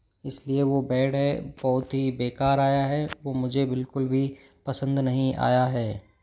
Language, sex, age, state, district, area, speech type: Hindi, male, 30-45, Rajasthan, Jodhpur, rural, spontaneous